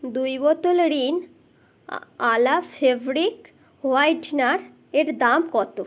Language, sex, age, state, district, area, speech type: Bengali, female, 18-30, West Bengal, Birbhum, urban, read